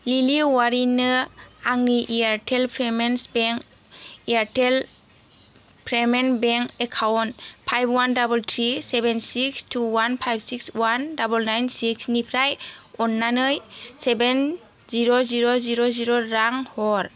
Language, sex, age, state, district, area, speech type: Bodo, female, 30-45, Assam, Kokrajhar, rural, read